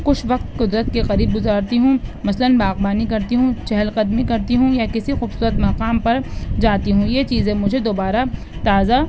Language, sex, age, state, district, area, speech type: Urdu, female, 18-30, Delhi, East Delhi, urban, spontaneous